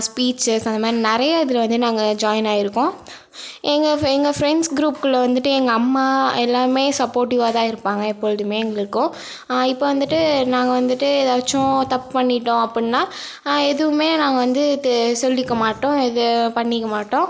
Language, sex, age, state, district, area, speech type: Tamil, female, 18-30, Tamil Nadu, Ariyalur, rural, spontaneous